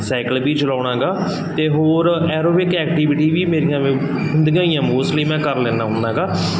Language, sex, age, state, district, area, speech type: Punjabi, male, 45-60, Punjab, Barnala, rural, spontaneous